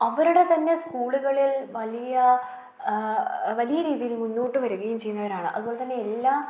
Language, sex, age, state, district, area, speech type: Malayalam, female, 30-45, Kerala, Idukki, rural, spontaneous